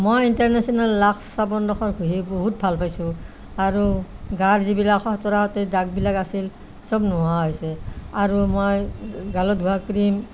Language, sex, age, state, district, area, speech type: Assamese, female, 60+, Assam, Nalbari, rural, spontaneous